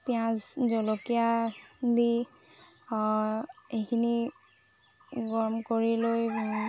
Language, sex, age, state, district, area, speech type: Assamese, female, 30-45, Assam, Tinsukia, urban, spontaneous